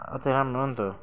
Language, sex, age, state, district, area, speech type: Nepali, male, 18-30, West Bengal, Kalimpong, rural, spontaneous